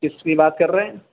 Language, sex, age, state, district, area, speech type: Urdu, male, 18-30, Uttar Pradesh, Saharanpur, urban, conversation